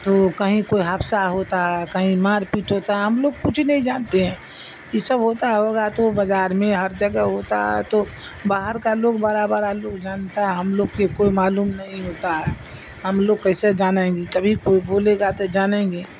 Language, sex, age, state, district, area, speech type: Urdu, female, 60+, Bihar, Darbhanga, rural, spontaneous